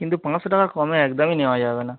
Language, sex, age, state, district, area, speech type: Bengali, male, 30-45, West Bengal, Howrah, urban, conversation